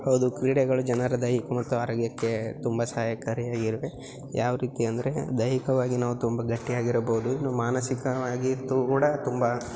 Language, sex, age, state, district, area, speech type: Kannada, male, 18-30, Karnataka, Yadgir, rural, spontaneous